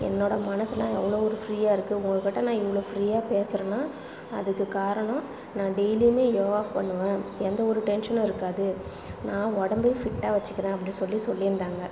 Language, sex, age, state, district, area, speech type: Tamil, female, 30-45, Tamil Nadu, Cuddalore, rural, spontaneous